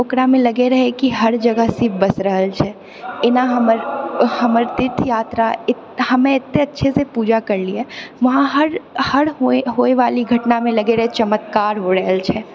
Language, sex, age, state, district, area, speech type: Maithili, female, 30-45, Bihar, Purnia, urban, spontaneous